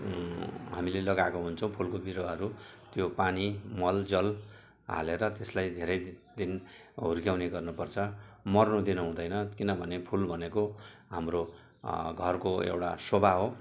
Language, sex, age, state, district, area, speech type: Nepali, male, 60+, West Bengal, Jalpaiguri, rural, spontaneous